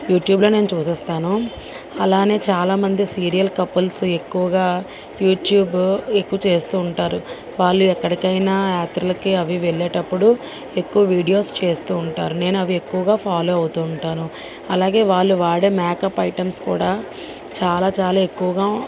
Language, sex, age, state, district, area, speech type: Telugu, female, 45-60, Telangana, Mancherial, urban, spontaneous